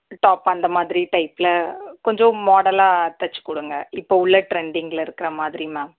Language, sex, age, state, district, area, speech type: Tamil, female, 30-45, Tamil Nadu, Sivaganga, rural, conversation